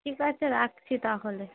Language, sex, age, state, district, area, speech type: Bengali, female, 30-45, West Bengal, Darjeeling, urban, conversation